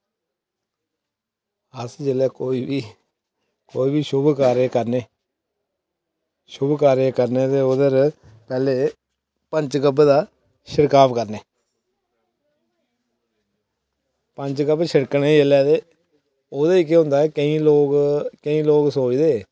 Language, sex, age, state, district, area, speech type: Dogri, male, 30-45, Jammu and Kashmir, Samba, rural, spontaneous